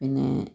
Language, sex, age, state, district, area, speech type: Malayalam, female, 45-60, Kerala, Palakkad, rural, spontaneous